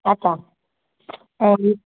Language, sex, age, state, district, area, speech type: Sindhi, female, 30-45, Gujarat, Kutch, rural, conversation